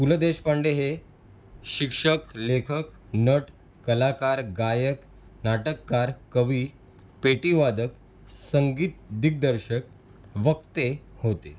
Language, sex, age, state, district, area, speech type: Marathi, male, 30-45, Maharashtra, Mumbai City, urban, spontaneous